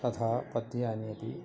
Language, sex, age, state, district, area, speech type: Sanskrit, male, 45-60, Kerala, Thrissur, urban, spontaneous